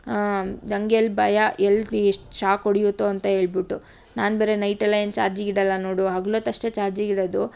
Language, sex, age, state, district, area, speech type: Kannada, female, 18-30, Karnataka, Tumkur, urban, spontaneous